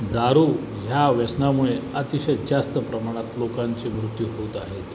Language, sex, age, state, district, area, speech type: Marathi, male, 45-60, Maharashtra, Buldhana, rural, spontaneous